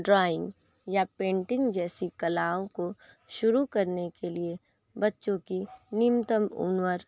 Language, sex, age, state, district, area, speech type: Hindi, female, 18-30, Uttar Pradesh, Sonbhadra, rural, spontaneous